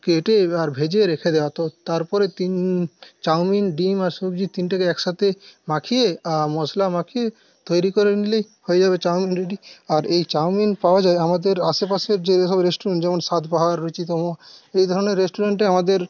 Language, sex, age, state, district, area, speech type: Bengali, male, 30-45, West Bengal, Paschim Medinipur, rural, spontaneous